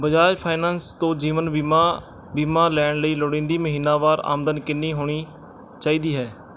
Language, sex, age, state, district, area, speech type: Punjabi, male, 30-45, Punjab, Mansa, urban, read